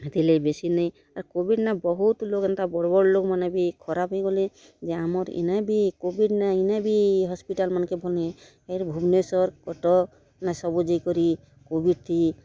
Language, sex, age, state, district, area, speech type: Odia, female, 45-60, Odisha, Kalahandi, rural, spontaneous